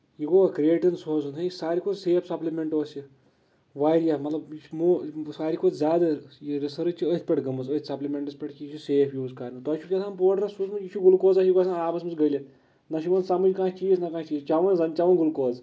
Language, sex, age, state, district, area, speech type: Kashmiri, male, 30-45, Jammu and Kashmir, Shopian, rural, spontaneous